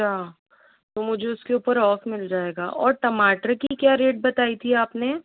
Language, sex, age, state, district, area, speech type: Hindi, female, 45-60, Rajasthan, Jaipur, urban, conversation